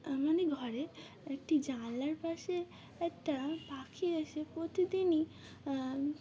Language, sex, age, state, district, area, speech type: Bengali, female, 18-30, West Bengal, Uttar Dinajpur, urban, spontaneous